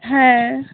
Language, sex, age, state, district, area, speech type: Santali, female, 18-30, West Bengal, Malda, rural, conversation